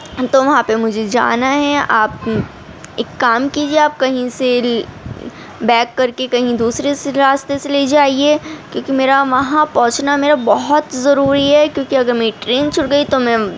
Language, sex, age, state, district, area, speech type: Urdu, female, 30-45, Delhi, Central Delhi, rural, spontaneous